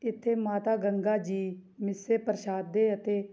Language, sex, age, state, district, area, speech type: Punjabi, female, 18-30, Punjab, Tarn Taran, rural, spontaneous